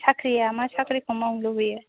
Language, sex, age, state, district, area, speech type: Bodo, female, 30-45, Assam, Kokrajhar, rural, conversation